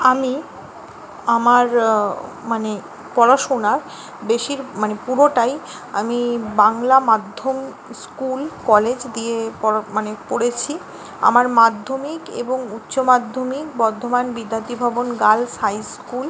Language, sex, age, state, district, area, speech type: Bengali, female, 30-45, West Bengal, Purba Bardhaman, urban, spontaneous